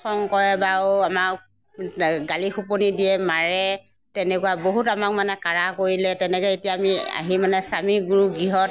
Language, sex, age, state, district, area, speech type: Assamese, female, 60+, Assam, Morigaon, rural, spontaneous